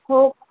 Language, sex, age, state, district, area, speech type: Marathi, female, 18-30, Maharashtra, Amravati, urban, conversation